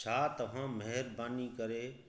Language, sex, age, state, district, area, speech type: Sindhi, male, 30-45, Gujarat, Kutch, rural, read